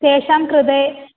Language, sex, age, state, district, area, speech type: Sanskrit, female, 18-30, Kerala, Malappuram, urban, conversation